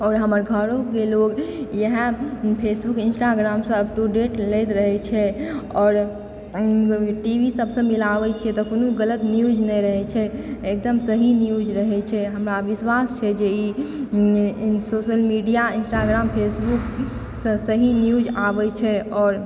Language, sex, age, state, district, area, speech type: Maithili, female, 18-30, Bihar, Supaul, urban, spontaneous